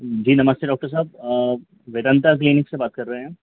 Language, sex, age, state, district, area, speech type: Hindi, male, 45-60, Madhya Pradesh, Hoshangabad, rural, conversation